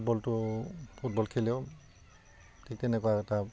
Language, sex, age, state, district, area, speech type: Assamese, male, 45-60, Assam, Udalguri, rural, spontaneous